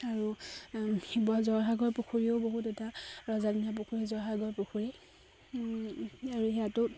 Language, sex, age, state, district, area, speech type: Assamese, female, 30-45, Assam, Charaideo, rural, spontaneous